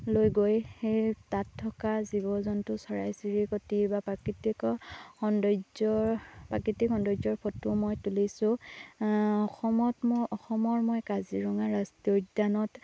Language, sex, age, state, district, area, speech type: Assamese, female, 18-30, Assam, Lakhimpur, rural, spontaneous